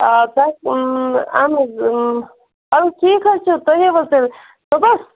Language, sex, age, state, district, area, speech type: Kashmiri, female, 30-45, Jammu and Kashmir, Bandipora, rural, conversation